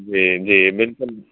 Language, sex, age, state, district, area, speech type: Urdu, male, 45-60, Uttar Pradesh, Gautam Buddha Nagar, rural, conversation